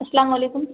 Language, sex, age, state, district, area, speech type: Urdu, female, 18-30, Bihar, Supaul, rural, conversation